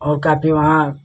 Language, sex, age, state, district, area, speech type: Hindi, male, 60+, Uttar Pradesh, Lucknow, rural, spontaneous